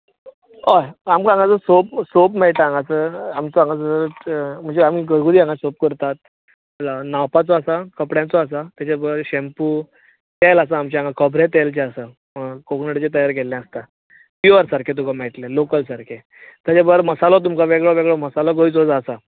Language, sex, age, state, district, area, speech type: Goan Konkani, male, 30-45, Goa, Bardez, rural, conversation